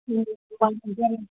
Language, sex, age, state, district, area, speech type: Telugu, female, 18-30, Andhra Pradesh, Visakhapatnam, urban, conversation